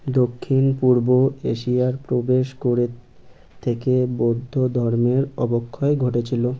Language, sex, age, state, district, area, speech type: Bengali, male, 18-30, West Bengal, Birbhum, urban, read